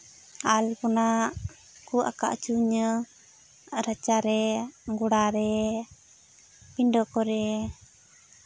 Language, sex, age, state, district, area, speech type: Santali, female, 30-45, West Bengal, Purba Bardhaman, rural, spontaneous